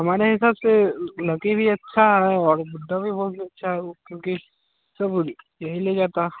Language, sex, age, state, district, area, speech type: Hindi, male, 18-30, Bihar, Vaishali, rural, conversation